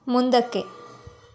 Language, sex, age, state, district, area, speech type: Kannada, female, 18-30, Karnataka, Tumkur, rural, read